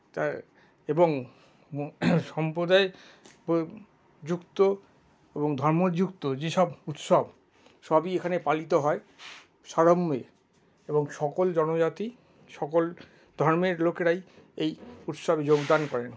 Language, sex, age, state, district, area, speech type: Bengali, male, 60+, West Bengal, Paschim Bardhaman, urban, spontaneous